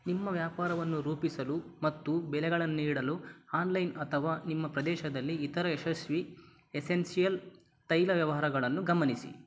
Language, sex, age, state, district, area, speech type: Kannada, male, 30-45, Karnataka, Chitradurga, rural, read